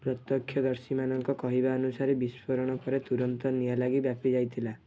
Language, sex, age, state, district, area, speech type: Odia, male, 18-30, Odisha, Kendujhar, urban, read